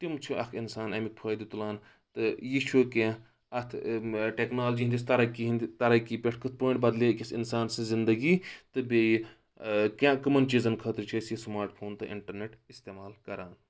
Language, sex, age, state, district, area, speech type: Kashmiri, male, 45-60, Jammu and Kashmir, Kulgam, urban, spontaneous